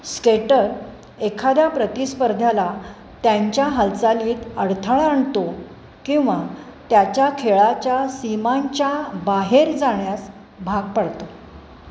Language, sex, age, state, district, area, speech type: Marathi, female, 60+, Maharashtra, Pune, urban, read